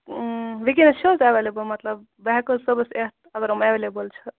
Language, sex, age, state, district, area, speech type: Kashmiri, female, 30-45, Jammu and Kashmir, Kupwara, rural, conversation